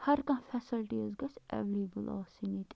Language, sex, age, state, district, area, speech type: Kashmiri, female, 18-30, Jammu and Kashmir, Bandipora, rural, spontaneous